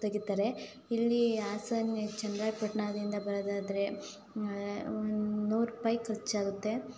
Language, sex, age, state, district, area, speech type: Kannada, female, 18-30, Karnataka, Hassan, rural, spontaneous